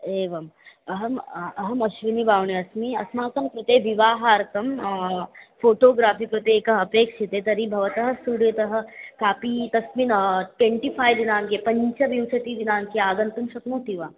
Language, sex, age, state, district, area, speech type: Sanskrit, female, 18-30, Maharashtra, Chandrapur, rural, conversation